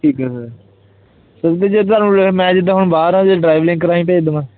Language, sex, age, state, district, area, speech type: Punjabi, male, 18-30, Punjab, Hoshiarpur, rural, conversation